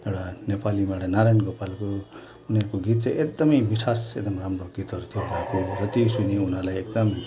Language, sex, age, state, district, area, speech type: Nepali, male, 60+, West Bengal, Kalimpong, rural, spontaneous